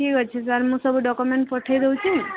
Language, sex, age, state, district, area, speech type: Odia, female, 18-30, Odisha, Subarnapur, urban, conversation